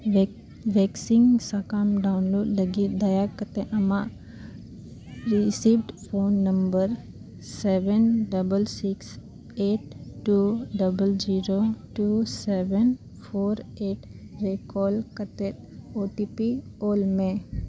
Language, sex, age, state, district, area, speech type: Santali, female, 18-30, Jharkhand, Bokaro, rural, read